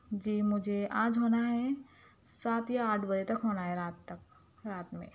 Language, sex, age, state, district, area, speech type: Urdu, female, 30-45, Telangana, Hyderabad, urban, spontaneous